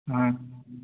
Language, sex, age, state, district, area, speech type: Urdu, male, 18-30, Uttar Pradesh, Balrampur, rural, conversation